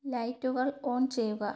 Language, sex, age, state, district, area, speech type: Malayalam, female, 30-45, Kerala, Thiruvananthapuram, rural, read